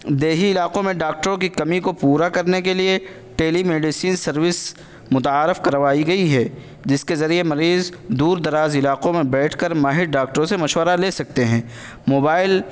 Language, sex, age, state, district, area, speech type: Urdu, male, 18-30, Uttar Pradesh, Saharanpur, urban, spontaneous